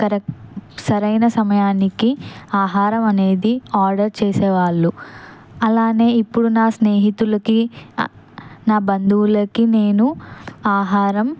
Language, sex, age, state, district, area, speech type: Telugu, female, 18-30, Telangana, Kamareddy, urban, spontaneous